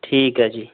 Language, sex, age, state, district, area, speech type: Punjabi, male, 18-30, Punjab, Rupnagar, urban, conversation